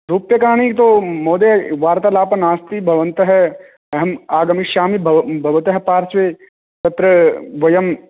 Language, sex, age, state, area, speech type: Sanskrit, male, 18-30, Rajasthan, urban, conversation